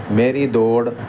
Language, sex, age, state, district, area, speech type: Urdu, male, 30-45, Uttar Pradesh, Muzaffarnagar, rural, spontaneous